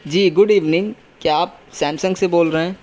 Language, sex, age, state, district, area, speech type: Urdu, male, 18-30, Uttar Pradesh, Shahjahanpur, urban, spontaneous